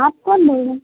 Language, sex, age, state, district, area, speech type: Urdu, female, 18-30, Bihar, Khagaria, rural, conversation